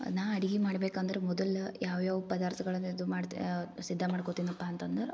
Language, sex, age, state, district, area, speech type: Kannada, female, 18-30, Karnataka, Gulbarga, urban, spontaneous